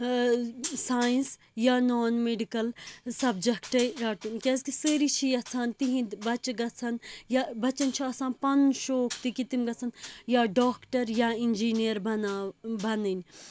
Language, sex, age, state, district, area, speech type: Kashmiri, female, 18-30, Jammu and Kashmir, Srinagar, rural, spontaneous